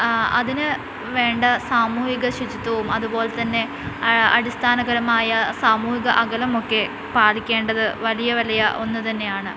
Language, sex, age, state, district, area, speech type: Malayalam, female, 18-30, Kerala, Wayanad, rural, spontaneous